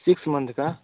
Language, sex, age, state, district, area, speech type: Hindi, male, 18-30, Uttar Pradesh, Varanasi, rural, conversation